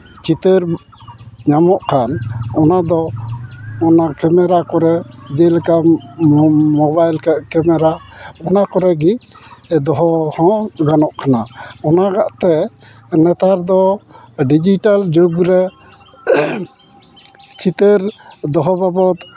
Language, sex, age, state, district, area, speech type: Santali, male, 60+, West Bengal, Malda, rural, spontaneous